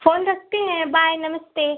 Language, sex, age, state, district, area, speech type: Hindi, female, 18-30, Uttar Pradesh, Prayagraj, urban, conversation